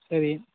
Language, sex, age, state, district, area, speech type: Tamil, male, 30-45, Tamil Nadu, Cuddalore, rural, conversation